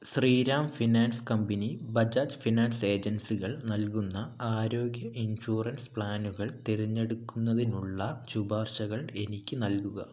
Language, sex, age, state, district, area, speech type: Malayalam, male, 18-30, Kerala, Wayanad, rural, read